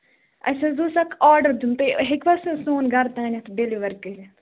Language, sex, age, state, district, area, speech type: Kashmiri, female, 18-30, Jammu and Kashmir, Baramulla, rural, conversation